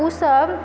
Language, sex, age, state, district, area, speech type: Maithili, female, 18-30, Bihar, Supaul, rural, spontaneous